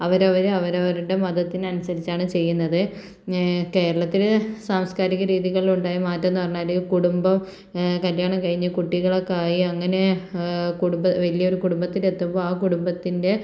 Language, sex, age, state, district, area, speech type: Malayalam, female, 45-60, Kerala, Kozhikode, urban, spontaneous